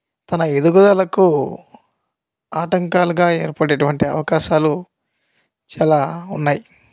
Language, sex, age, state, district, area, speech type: Telugu, male, 30-45, Andhra Pradesh, Kadapa, rural, spontaneous